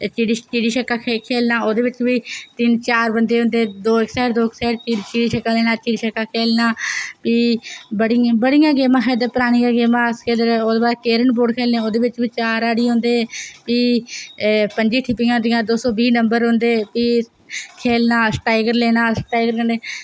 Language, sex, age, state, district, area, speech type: Dogri, female, 18-30, Jammu and Kashmir, Reasi, rural, spontaneous